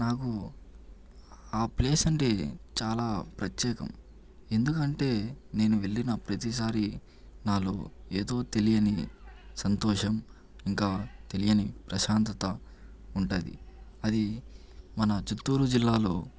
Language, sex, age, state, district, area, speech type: Telugu, male, 18-30, Andhra Pradesh, Chittoor, urban, spontaneous